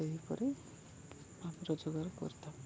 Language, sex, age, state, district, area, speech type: Odia, male, 18-30, Odisha, Koraput, urban, spontaneous